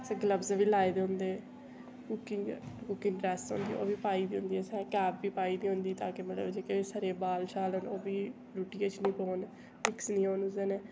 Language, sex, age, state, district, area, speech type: Dogri, female, 18-30, Jammu and Kashmir, Udhampur, rural, spontaneous